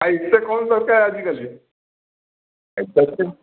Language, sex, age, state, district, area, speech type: Odia, male, 60+, Odisha, Dhenkanal, rural, conversation